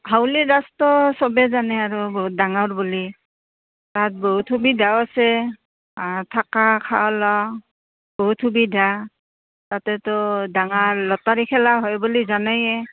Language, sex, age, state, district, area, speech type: Assamese, female, 30-45, Assam, Barpeta, rural, conversation